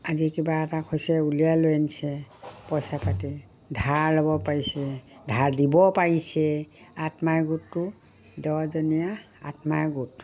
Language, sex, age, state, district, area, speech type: Assamese, female, 60+, Assam, Dibrugarh, rural, spontaneous